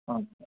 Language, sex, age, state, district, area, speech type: Kannada, male, 30-45, Karnataka, Hassan, urban, conversation